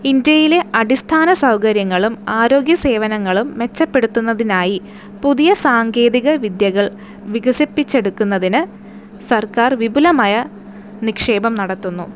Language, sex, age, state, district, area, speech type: Malayalam, female, 18-30, Kerala, Thiruvananthapuram, urban, spontaneous